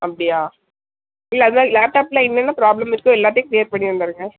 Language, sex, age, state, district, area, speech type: Tamil, female, 18-30, Tamil Nadu, Tirunelveli, rural, conversation